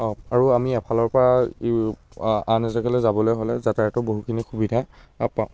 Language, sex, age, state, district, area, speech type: Assamese, male, 30-45, Assam, Biswanath, rural, spontaneous